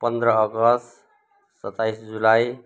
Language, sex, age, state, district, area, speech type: Nepali, male, 60+, West Bengal, Kalimpong, rural, spontaneous